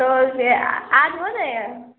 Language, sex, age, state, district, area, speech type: Urdu, female, 30-45, Uttar Pradesh, Lucknow, rural, conversation